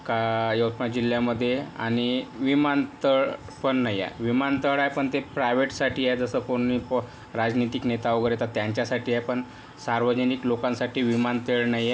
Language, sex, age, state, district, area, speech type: Marathi, male, 18-30, Maharashtra, Yavatmal, rural, spontaneous